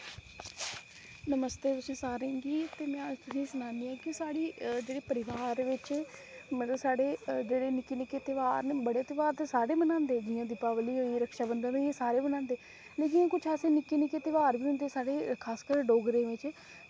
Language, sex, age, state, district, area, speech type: Dogri, female, 30-45, Jammu and Kashmir, Reasi, rural, spontaneous